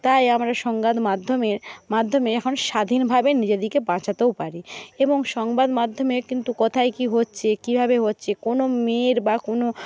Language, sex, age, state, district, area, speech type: Bengali, female, 60+, West Bengal, Paschim Medinipur, rural, spontaneous